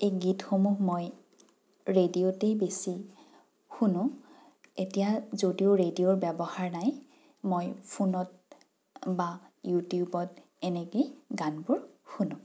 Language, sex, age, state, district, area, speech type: Assamese, female, 18-30, Assam, Morigaon, rural, spontaneous